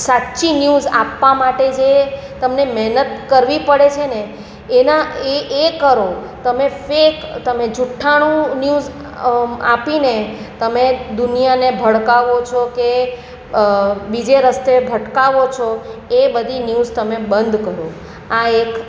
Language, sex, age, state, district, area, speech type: Gujarati, female, 45-60, Gujarat, Surat, urban, spontaneous